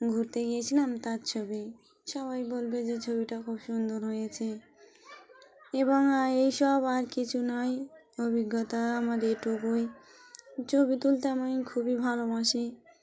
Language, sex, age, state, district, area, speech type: Bengali, female, 30-45, West Bengal, Dakshin Dinajpur, urban, spontaneous